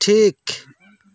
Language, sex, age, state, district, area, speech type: Santali, male, 30-45, West Bengal, Bankura, rural, read